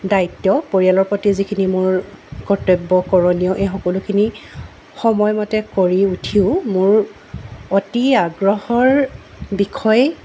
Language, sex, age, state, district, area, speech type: Assamese, female, 45-60, Assam, Charaideo, urban, spontaneous